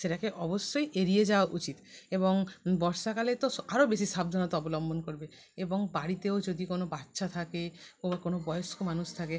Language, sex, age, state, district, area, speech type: Bengali, female, 30-45, West Bengal, North 24 Parganas, urban, spontaneous